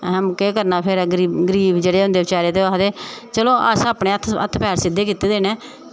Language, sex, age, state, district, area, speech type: Dogri, female, 45-60, Jammu and Kashmir, Samba, rural, spontaneous